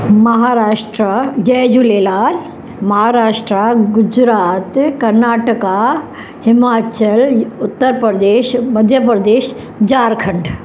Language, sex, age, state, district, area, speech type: Sindhi, female, 60+, Maharashtra, Mumbai Suburban, rural, spontaneous